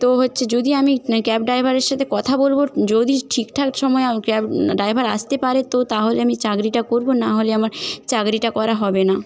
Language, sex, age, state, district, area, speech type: Bengali, female, 18-30, West Bengal, Paschim Medinipur, rural, spontaneous